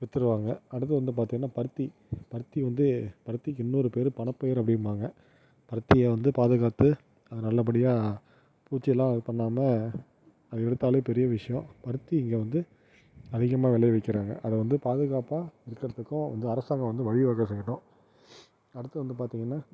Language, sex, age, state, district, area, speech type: Tamil, male, 45-60, Tamil Nadu, Tiruvarur, rural, spontaneous